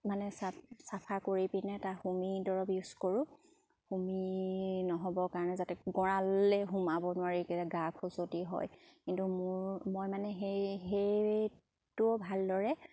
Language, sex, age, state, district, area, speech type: Assamese, female, 30-45, Assam, Sivasagar, rural, spontaneous